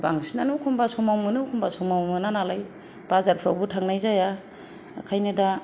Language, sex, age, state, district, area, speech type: Bodo, female, 30-45, Assam, Kokrajhar, rural, spontaneous